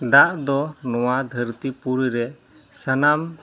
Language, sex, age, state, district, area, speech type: Santali, male, 30-45, West Bengal, Malda, rural, spontaneous